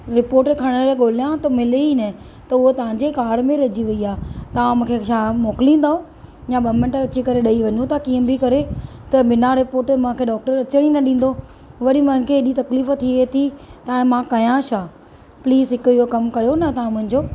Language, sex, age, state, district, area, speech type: Sindhi, female, 30-45, Maharashtra, Thane, urban, spontaneous